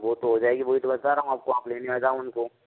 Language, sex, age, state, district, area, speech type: Hindi, male, 18-30, Rajasthan, Karauli, rural, conversation